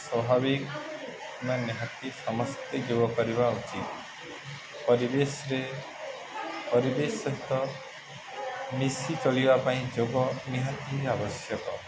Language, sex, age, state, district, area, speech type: Odia, male, 18-30, Odisha, Subarnapur, urban, spontaneous